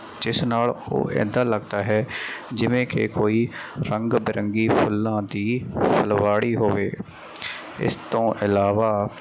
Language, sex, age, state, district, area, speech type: Punjabi, male, 30-45, Punjab, Mansa, rural, spontaneous